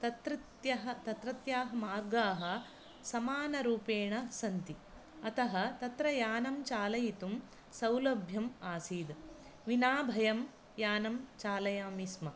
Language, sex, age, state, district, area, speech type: Sanskrit, female, 45-60, Karnataka, Dakshina Kannada, rural, spontaneous